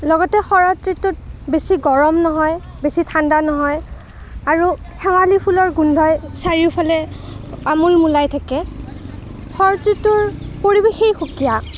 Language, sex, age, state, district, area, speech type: Assamese, female, 30-45, Assam, Kamrup Metropolitan, urban, spontaneous